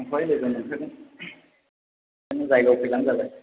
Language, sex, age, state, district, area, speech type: Bodo, male, 18-30, Assam, Chirang, urban, conversation